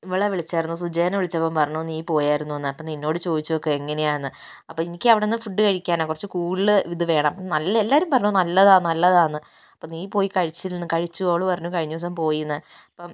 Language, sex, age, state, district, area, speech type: Malayalam, female, 30-45, Kerala, Kozhikode, urban, spontaneous